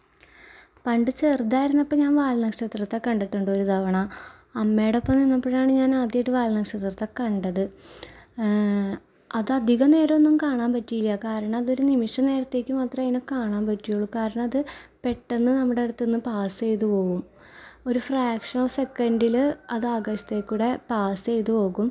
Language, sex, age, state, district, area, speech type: Malayalam, female, 18-30, Kerala, Ernakulam, rural, spontaneous